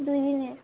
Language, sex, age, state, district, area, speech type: Bengali, female, 18-30, West Bengal, Malda, urban, conversation